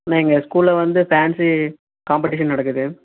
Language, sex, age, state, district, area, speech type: Tamil, male, 18-30, Tamil Nadu, Erode, urban, conversation